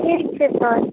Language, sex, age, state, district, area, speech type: Maithili, female, 18-30, Bihar, Madhubani, rural, conversation